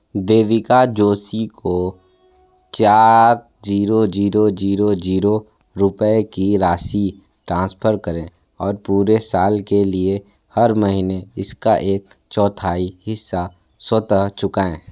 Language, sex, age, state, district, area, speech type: Hindi, male, 18-30, Uttar Pradesh, Sonbhadra, rural, read